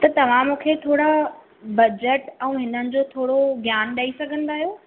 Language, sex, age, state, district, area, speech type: Sindhi, female, 18-30, Maharashtra, Thane, urban, conversation